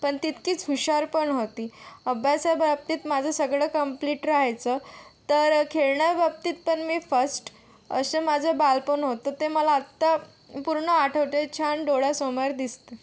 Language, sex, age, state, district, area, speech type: Marathi, female, 30-45, Maharashtra, Yavatmal, rural, spontaneous